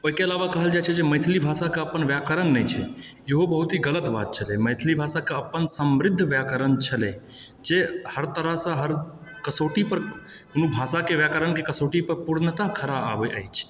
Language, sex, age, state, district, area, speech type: Maithili, male, 18-30, Bihar, Supaul, urban, spontaneous